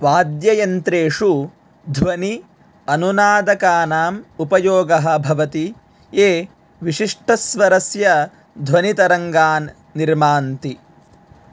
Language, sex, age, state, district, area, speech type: Sanskrit, male, 18-30, Karnataka, Gadag, rural, read